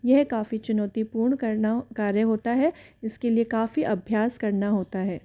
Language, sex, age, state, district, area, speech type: Hindi, female, 60+, Rajasthan, Jaipur, urban, spontaneous